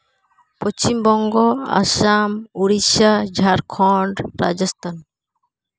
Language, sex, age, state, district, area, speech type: Santali, female, 30-45, West Bengal, Uttar Dinajpur, rural, spontaneous